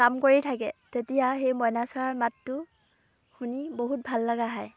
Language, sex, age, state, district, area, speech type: Assamese, female, 18-30, Assam, Dhemaji, rural, spontaneous